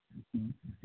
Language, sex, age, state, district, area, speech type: Santali, male, 30-45, Jharkhand, East Singhbhum, rural, conversation